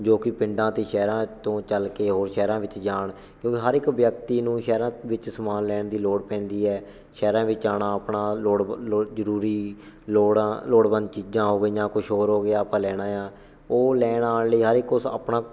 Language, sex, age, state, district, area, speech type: Punjabi, male, 18-30, Punjab, Shaheed Bhagat Singh Nagar, rural, spontaneous